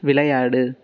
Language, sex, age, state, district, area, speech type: Tamil, male, 18-30, Tamil Nadu, Ariyalur, rural, read